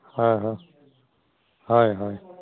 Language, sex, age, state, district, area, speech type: Santali, male, 60+, Jharkhand, Seraikela Kharsawan, rural, conversation